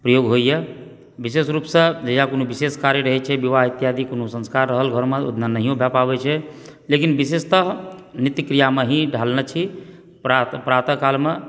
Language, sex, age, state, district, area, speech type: Maithili, female, 30-45, Bihar, Supaul, rural, spontaneous